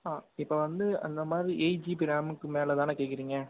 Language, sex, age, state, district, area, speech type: Tamil, male, 18-30, Tamil Nadu, Perambalur, urban, conversation